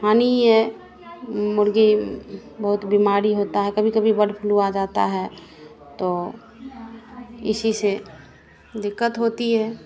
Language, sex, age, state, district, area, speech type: Hindi, female, 45-60, Bihar, Madhepura, rural, spontaneous